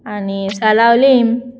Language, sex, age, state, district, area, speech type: Goan Konkani, female, 18-30, Goa, Murmgao, urban, spontaneous